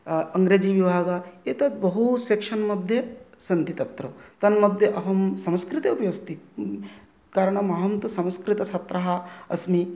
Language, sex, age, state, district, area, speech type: Sanskrit, male, 30-45, West Bengal, North 24 Parganas, rural, spontaneous